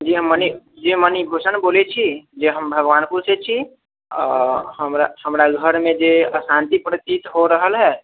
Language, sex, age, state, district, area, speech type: Maithili, male, 45-60, Bihar, Sitamarhi, urban, conversation